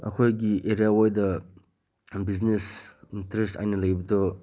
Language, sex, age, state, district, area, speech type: Manipuri, male, 30-45, Manipur, Senapati, rural, spontaneous